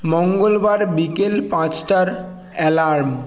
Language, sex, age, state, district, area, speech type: Bengali, male, 30-45, West Bengal, Bankura, urban, read